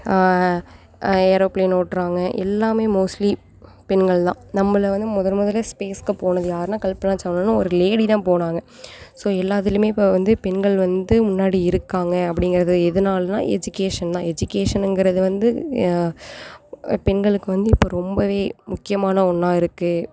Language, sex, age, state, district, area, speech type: Tamil, female, 18-30, Tamil Nadu, Thanjavur, rural, spontaneous